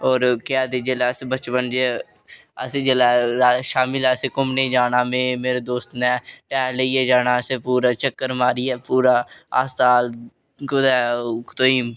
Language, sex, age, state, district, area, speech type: Dogri, male, 18-30, Jammu and Kashmir, Reasi, rural, spontaneous